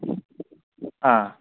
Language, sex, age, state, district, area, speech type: Manipuri, male, 30-45, Manipur, Kangpokpi, urban, conversation